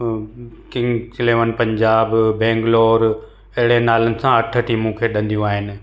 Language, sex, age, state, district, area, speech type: Sindhi, male, 45-60, Gujarat, Surat, urban, spontaneous